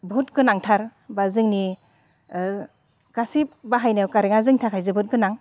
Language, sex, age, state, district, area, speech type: Bodo, female, 45-60, Assam, Udalguri, rural, spontaneous